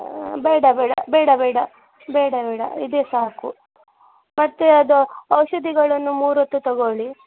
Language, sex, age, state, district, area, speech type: Kannada, female, 18-30, Karnataka, Davanagere, rural, conversation